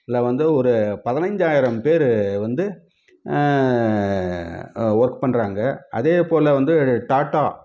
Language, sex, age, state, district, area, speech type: Tamil, male, 30-45, Tamil Nadu, Krishnagiri, urban, spontaneous